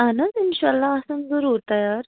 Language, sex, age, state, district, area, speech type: Kashmiri, female, 30-45, Jammu and Kashmir, Ganderbal, rural, conversation